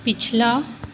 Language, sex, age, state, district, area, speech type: Hindi, female, 30-45, Madhya Pradesh, Chhindwara, urban, read